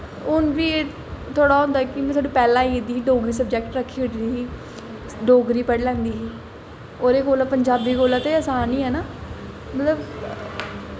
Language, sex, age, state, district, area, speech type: Dogri, female, 18-30, Jammu and Kashmir, Jammu, urban, spontaneous